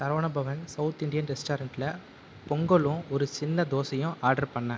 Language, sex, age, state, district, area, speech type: Tamil, male, 30-45, Tamil Nadu, Viluppuram, urban, read